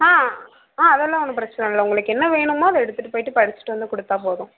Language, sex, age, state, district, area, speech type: Tamil, female, 30-45, Tamil Nadu, Mayiladuthurai, rural, conversation